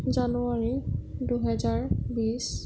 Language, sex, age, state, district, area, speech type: Assamese, female, 18-30, Assam, Sonitpur, rural, spontaneous